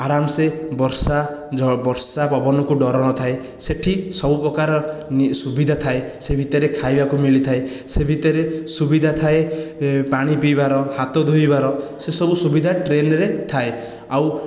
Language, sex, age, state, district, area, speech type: Odia, male, 30-45, Odisha, Khordha, rural, spontaneous